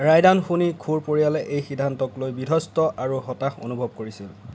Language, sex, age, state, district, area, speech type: Assamese, male, 30-45, Assam, Lakhimpur, rural, read